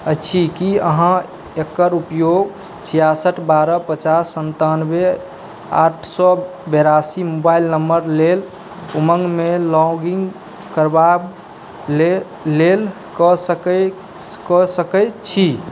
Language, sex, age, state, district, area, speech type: Maithili, male, 18-30, Bihar, Saharsa, rural, read